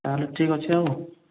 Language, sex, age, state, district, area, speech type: Odia, male, 18-30, Odisha, Boudh, rural, conversation